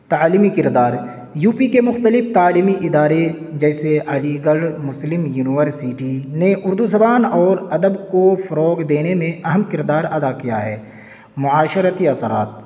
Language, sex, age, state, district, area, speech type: Urdu, male, 18-30, Uttar Pradesh, Siddharthnagar, rural, spontaneous